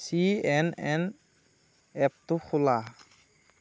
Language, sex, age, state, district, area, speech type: Assamese, male, 45-60, Assam, Darrang, rural, read